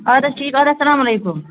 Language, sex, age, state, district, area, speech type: Kashmiri, female, 30-45, Jammu and Kashmir, Budgam, rural, conversation